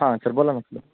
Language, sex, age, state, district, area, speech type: Marathi, male, 18-30, Maharashtra, Sangli, urban, conversation